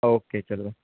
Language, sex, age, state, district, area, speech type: Marathi, male, 30-45, Maharashtra, Sindhudurg, urban, conversation